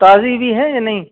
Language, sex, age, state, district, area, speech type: Urdu, male, 45-60, Uttar Pradesh, Muzaffarnagar, rural, conversation